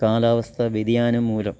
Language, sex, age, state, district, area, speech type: Malayalam, male, 60+, Kerala, Kottayam, urban, spontaneous